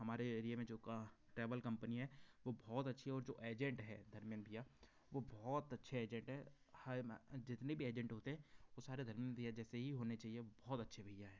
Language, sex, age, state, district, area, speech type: Hindi, male, 30-45, Madhya Pradesh, Betul, rural, spontaneous